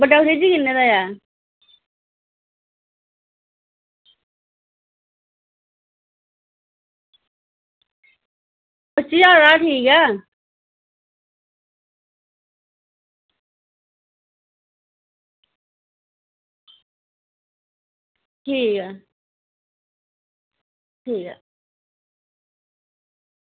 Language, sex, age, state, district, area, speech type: Dogri, female, 30-45, Jammu and Kashmir, Samba, urban, conversation